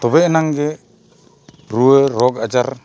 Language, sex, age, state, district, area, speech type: Santali, male, 45-60, Odisha, Mayurbhanj, rural, spontaneous